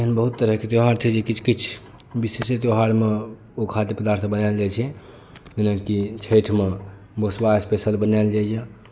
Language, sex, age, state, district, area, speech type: Maithili, male, 18-30, Bihar, Saharsa, rural, spontaneous